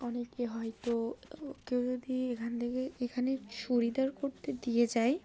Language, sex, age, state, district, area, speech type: Bengali, female, 18-30, West Bengal, Darjeeling, urban, spontaneous